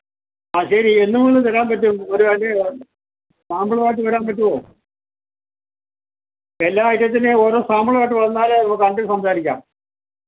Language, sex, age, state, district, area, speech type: Malayalam, male, 60+, Kerala, Alappuzha, rural, conversation